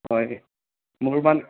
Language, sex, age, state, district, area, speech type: Assamese, male, 18-30, Assam, Sonitpur, rural, conversation